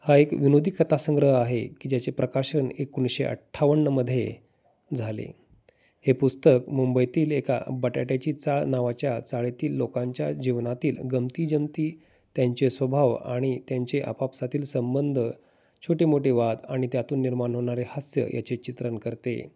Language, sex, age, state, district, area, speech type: Marathi, male, 30-45, Maharashtra, Osmanabad, rural, spontaneous